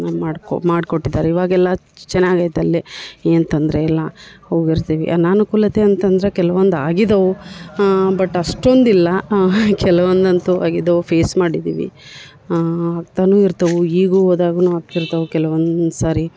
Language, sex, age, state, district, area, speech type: Kannada, female, 60+, Karnataka, Dharwad, rural, spontaneous